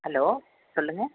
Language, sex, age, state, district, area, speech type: Tamil, female, 30-45, Tamil Nadu, Salem, urban, conversation